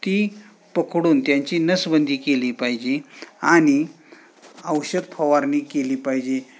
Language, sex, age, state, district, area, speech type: Marathi, male, 30-45, Maharashtra, Sangli, urban, spontaneous